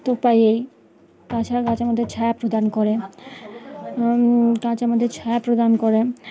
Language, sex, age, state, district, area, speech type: Bengali, female, 18-30, West Bengal, Uttar Dinajpur, urban, spontaneous